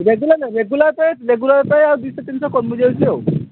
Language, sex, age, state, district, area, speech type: Odia, male, 45-60, Odisha, Kendujhar, urban, conversation